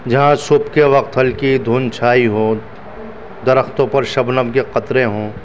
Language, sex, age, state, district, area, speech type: Urdu, male, 30-45, Delhi, New Delhi, urban, spontaneous